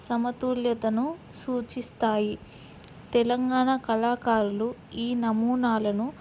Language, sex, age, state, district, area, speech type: Telugu, female, 18-30, Telangana, Ranga Reddy, urban, spontaneous